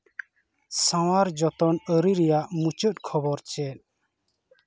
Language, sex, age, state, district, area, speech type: Santali, male, 30-45, West Bengal, Jhargram, rural, read